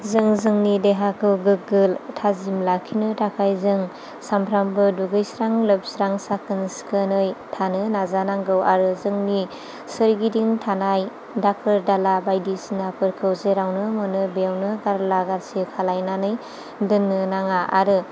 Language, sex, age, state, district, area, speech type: Bodo, female, 30-45, Assam, Chirang, urban, spontaneous